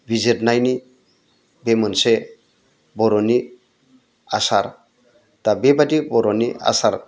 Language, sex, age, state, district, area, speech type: Bodo, male, 60+, Assam, Udalguri, urban, spontaneous